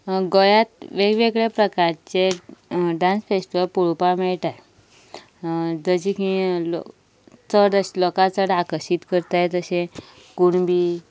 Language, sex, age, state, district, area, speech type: Goan Konkani, female, 18-30, Goa, Canacona, rural, spontaneous